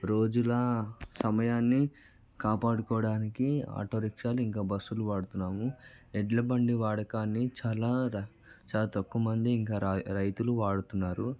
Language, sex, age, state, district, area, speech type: Telugu, male, 30-45, Telangana, Vikarabad, urban, spontaneous